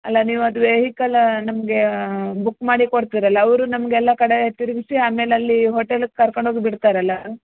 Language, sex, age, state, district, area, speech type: Kannada, female, 30-45, Karnataka, Uttara Kannada, rural, conversation